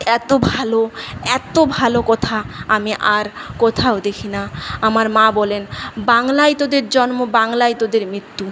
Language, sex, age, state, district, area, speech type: Bengali, female, 45-60, West Bengal, Paschim Medinipur, rural, spontaneous